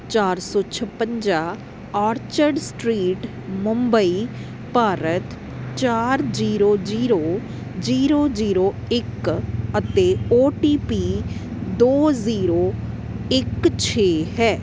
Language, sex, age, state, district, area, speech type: Punjabi, female, 30-45, Punjab, Kapurthala, urban, read